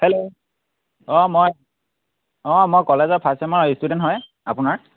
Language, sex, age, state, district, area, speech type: Assamese, male, 18-30, Assam, Tinsukia, urban, conversation